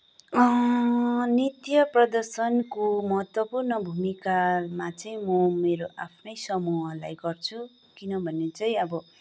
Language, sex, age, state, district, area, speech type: Nepali, female, 30-45, West Bengal, Kalimpong, rural, spontaneous